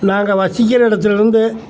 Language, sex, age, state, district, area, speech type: Tamil, male, 60+, Tamil Nadu, Tiruchirappalli, rural, spontaneous